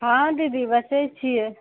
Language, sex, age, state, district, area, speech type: Maithili, female, 18-30, Bihar, Madhepura, rural, conversation